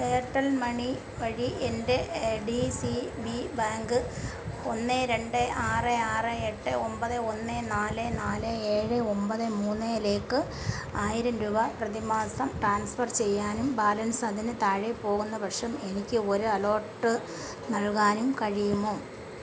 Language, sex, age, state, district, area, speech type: Malayalam, female, 45-60, Kerala, Kollam, rural, read